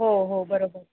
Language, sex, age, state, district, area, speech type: Marathi, female, 18-30, Maharashtra, Jalna, urban, conversation